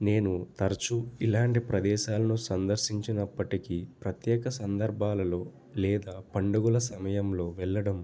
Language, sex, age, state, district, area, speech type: Telugu, male, 18-30, Andhra Pradesh, Nellore, rural, spontaneous